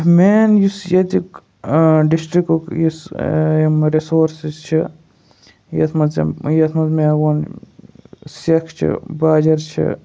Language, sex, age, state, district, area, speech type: Kashmiri, male, 18-30, Jammu and Kashmir, Ganderbal, rural, spontaneous